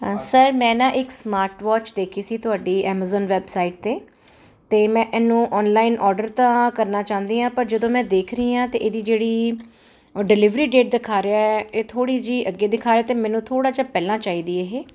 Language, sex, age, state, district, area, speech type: Punjabi, female, 45-60, Punjab, Ludhiana, urban, spontaneous